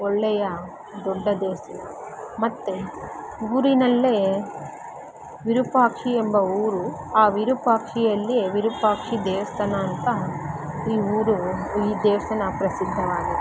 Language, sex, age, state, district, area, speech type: Kannada, female, 18-30, Karnataka, Kolar, rural, spontaneous